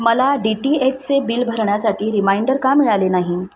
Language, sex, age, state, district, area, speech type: Marathi, female, 30-45, Maharashtra, Mumbai Suburban, urban, read